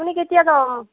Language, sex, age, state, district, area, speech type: Assamese, female, 30-45, Assam, Nagaon, urban, conversation